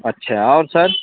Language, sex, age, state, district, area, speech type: Hindi, male, 18-30, Uttar Pradesh, Azamgarh, rural, conversation